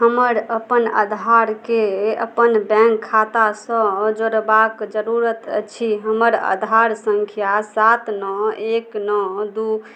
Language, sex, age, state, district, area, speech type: Maithili, female, 30-45, Bihar, Madhubani, rural, read